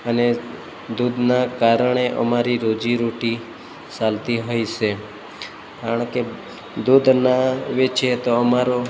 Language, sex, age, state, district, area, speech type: Gujarati, male, 30-45, Gujarat, Narmada, rural, spontaneous